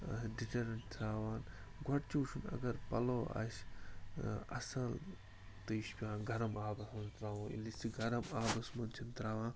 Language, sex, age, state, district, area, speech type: Kashmiri, male, 30-45, Jammu and Kashmir, Srinagar, urban, spontaneous